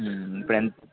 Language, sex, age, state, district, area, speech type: Telugu, male, 18-30, Telangana, Warangal, urban, conversation